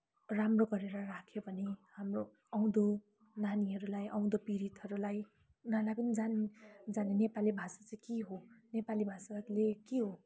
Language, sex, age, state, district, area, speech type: Nepali, female, 18-30, West Bengal, Kalimpong, rural, spontaneous